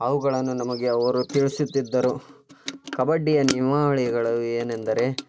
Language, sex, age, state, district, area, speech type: Kannada, male, 18-30, Karnataka, Koppal, rural, spontaneous